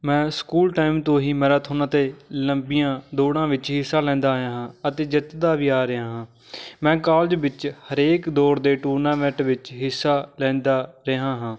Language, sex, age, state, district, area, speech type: Punjabi, male, 18-30, Punjab, Fatehgarh Sahib, rural, spontaneous